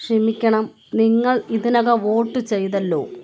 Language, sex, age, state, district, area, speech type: Malayalam, female, 45-60, Kerala, Kottayam, rural, read